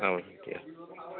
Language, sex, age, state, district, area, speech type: Assamese, male, 60+, Assam, Goalpara, rural, conversation